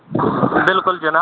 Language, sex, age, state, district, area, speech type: Kashmiri, male, 18-30, Jammu and Kashmir, Pulwama, urban, conversation